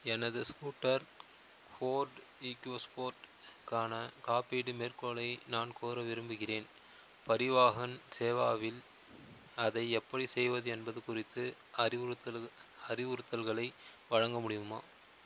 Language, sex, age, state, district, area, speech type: Tamil, male, 30-45, Tamil Nadu, Chengalpattu, rural, read